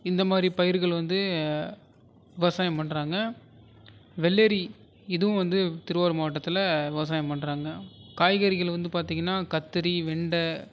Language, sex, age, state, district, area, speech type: Tamil, male, 18-30, Tamil Nadu, Tiruvarur, urban, spontaneous